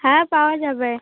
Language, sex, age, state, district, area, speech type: Bengali, female, 30-45, West Bengal, Uttar Dinajpur, urban, conversation